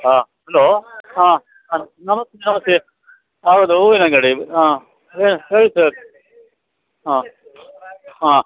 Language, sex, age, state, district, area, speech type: Kannada, male, 45-60, Karnataka, Dakshina Kannada, rural, conversation